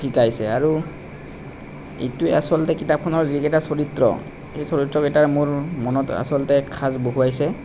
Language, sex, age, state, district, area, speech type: Assamese, male, 30-45, Assam, Nalbari, rural, spontaneous